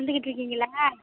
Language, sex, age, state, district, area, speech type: Tamil, female, 60+, Tamil Nadu, Pudukkottai, rural, conversation